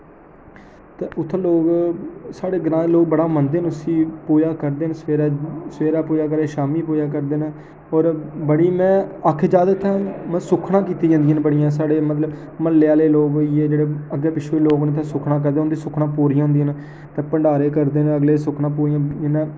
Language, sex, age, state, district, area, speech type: Dogri, male, 18-30, Jammu and Kashmir, Jammu, urban, spontaneous